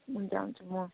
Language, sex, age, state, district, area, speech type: Nepali, female, 30-45, West Bengal, Kalimpong, rural, conversation